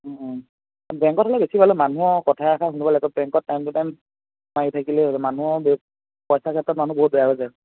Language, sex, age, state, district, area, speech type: Assamese, male, 18-30, Assam, Lakhimpur, urban, conversation